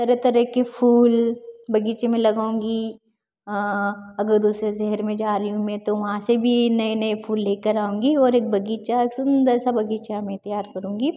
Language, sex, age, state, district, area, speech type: Hindi, female, 18-30, Madhya Pradesh, Ujjain, rural, spontaneous